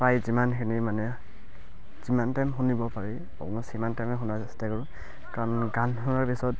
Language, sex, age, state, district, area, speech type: Assamese, male, 18-30, Assam, Barpeta, rural, spontaneous